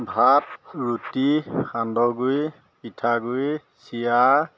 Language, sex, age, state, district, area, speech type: Assamese, male, 30-45, Assam, Majuli, urban, spontaneous